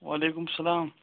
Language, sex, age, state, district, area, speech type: Kashmiri, male, 18-30, Jammu and Kashmir, Ganderbal, rural, conversation